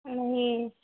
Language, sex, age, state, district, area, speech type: Urdu, female, 18-30, Bihar, Saharsa, rural, conversation